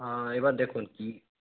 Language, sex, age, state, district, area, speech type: Bengali, male, 30-45, West Bengal, Nadia, urban, conversation